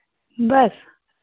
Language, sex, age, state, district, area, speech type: Hindi, female, 45-60, Uttar Pradesh, Pratapgarh, rural, conversation